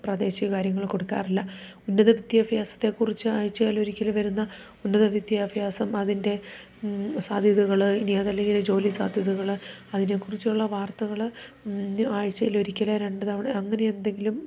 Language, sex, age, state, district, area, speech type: Malayalam, female, 30-45, Kerala, Idukki, rural, spontaneous